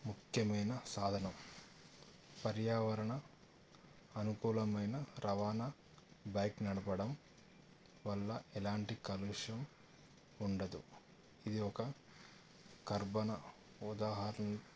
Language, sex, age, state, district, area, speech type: Telugu, male, 30-45, Telangana, Yadadri Bhuvanagiri, urban, spontaneous